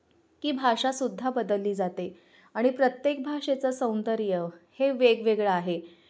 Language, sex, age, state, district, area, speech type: Marathi, female, 30-45, Maharashtra, Kolhapur, urban, spontaneous